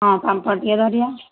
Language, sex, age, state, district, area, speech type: Odia, female, 45-60, Odisha, Gajapati, rural, conversation